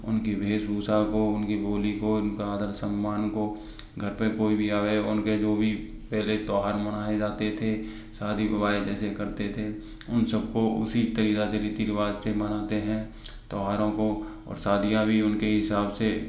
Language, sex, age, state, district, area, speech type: Hindi, male, 45-60, Rajasthan, Karauli, rural, spontaneous